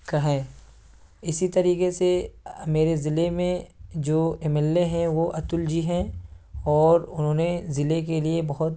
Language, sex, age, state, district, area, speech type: Urdu, male, 18-30, Uttar Pradesh, Ghaziabad, urban, spontaneous